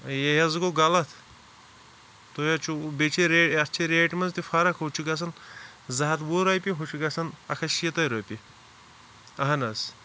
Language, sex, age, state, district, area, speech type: Kashmiri, male, 30-45, Jammu and Kashmir, Shopian, rural, spontaneous